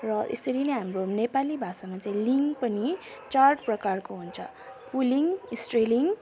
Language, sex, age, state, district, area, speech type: Nepali, female, 18-30, West Bengal, Alipurduar, rural, spontaneous